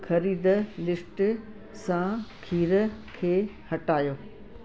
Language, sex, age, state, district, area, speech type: Sindhi, female, 60+, Madhya Pradesh, Katni, urban, read